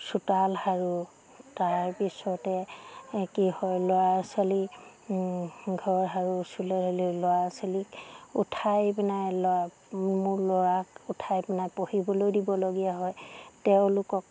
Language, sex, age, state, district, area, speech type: Assamese, female, 45-60, Assam, Sivasagar, rural, spontaneous